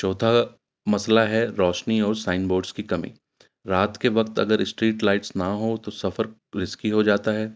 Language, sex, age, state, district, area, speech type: Urdu, male, 45-60, Uttar Pradesh, Ghaziabad, urban, spontaneous